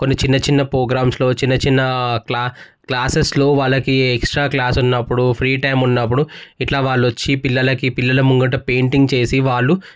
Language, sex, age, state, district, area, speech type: Telugu, male, 18-30, Telangana, Medchal, urban, spontaneous